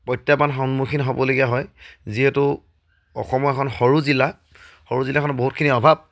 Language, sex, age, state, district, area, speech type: Assamese, male, 30-45, Assam, Charaideo, rural, spontaneous